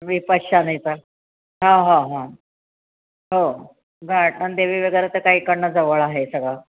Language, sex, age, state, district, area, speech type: Marathi, female, 60+, Maharashtra, Nashik, urban, conversation